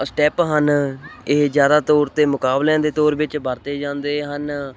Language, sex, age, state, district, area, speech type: Punjabi, male, 18-30, Punjab, Hoshiarpur, rural, spontaneous